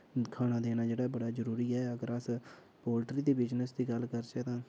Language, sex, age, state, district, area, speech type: Dogri, male, 18-30, Jammu and Kashmir, Udhampur, rural, spontaneous